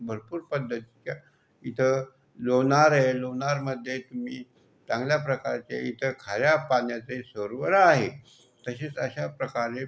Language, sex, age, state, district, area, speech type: Marathi, male, 45-60, Maharashtra, Buldhana, rural, spontaneous